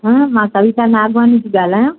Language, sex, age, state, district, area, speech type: Sindhi, female, 60+, Madhya Pradesh, Katni, urban, conversation